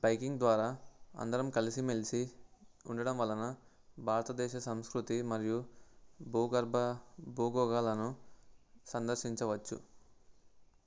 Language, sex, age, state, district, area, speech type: Telugu, male, 18-30, Andhra Pradesh, Nellore, rural, spontaneous